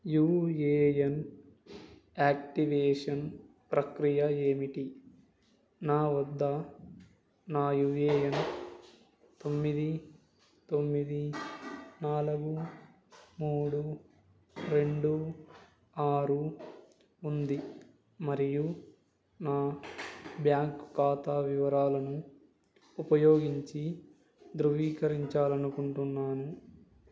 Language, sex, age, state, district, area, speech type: Telugu, male, 18-30, Andhra Pradesh, Nellore, urban, read